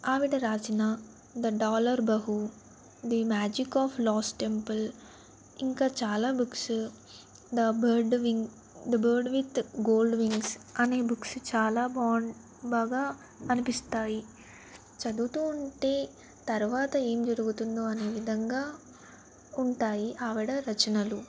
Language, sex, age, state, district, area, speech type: Telugu, female, 18-30, Telangana, Sangareddy, urban, spontaneous